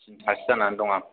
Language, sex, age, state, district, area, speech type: Bodo, male, 18-30, Assam, Kokrajhar, rural, conversation